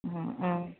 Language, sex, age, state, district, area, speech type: Tamil, female, 30-45, Tamil Nadu, Tiruvarur, rural, conversation